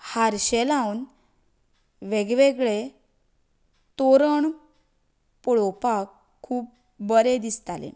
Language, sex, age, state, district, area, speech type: Goan Konkani, female, 30-45, Goa, Canacona, rural, spontaneous